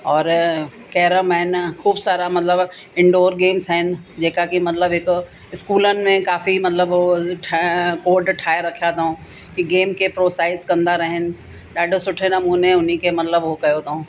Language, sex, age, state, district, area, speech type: Sindhi, female, 45-60, Uttar Pradesh, Lucknow, rural, spontaneous